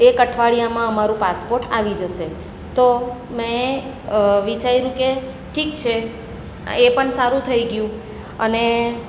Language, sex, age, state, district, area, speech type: Gujarati, female, 45-60, Gujarat, Surat, urban, spontaneous